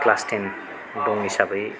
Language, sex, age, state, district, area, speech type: Bodo, male, 45-60, Assam, Chirang, rural, spontaneous